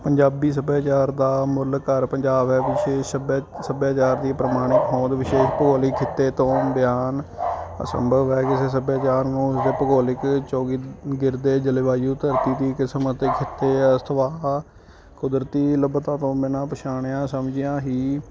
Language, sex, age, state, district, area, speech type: Punjabi, male, 18-30, Punjab, Ludhiana, urban, spontaneous